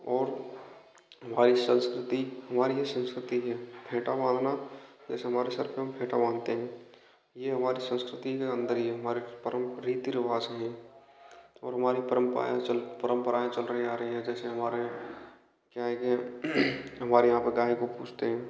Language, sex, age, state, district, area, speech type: Hindi, male, 18-30, Rajasthan, Bharatpur, rural, spontaneous